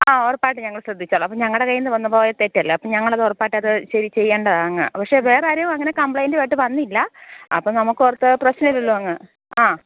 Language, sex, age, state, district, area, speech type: Malayalam, female, 30-45, Kerala, Alappuzha, rural, conversation